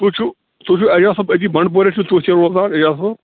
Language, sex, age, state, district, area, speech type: Kashmiri, male, 45-60, Jammu and Kashmir, Bandipora, rural, conversation